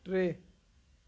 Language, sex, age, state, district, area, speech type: Sindhi, male, 60+, Delhi, South Delhi, urban, read